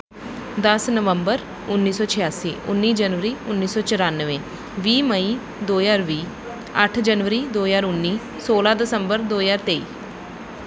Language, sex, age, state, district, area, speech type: Punjabi, female, 30-45, Punjab, Bathinda, urban, spontaneous